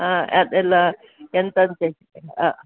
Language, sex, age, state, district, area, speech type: Kannada, female, 60+, Karnataka, Udupi, rural, conversation